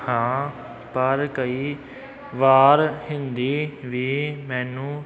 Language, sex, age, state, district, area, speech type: Punjabi, male, 18-30, Punjab, Amritsar, rural, spontaneous